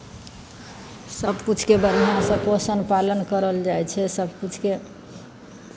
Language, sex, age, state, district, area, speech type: Maithili, female, 45-60, Bihar, Madhepura, rural, spontaneous